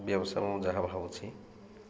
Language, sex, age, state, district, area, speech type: Odia, male, 30-45, Odisha, Malkangiri, urban, spontaneous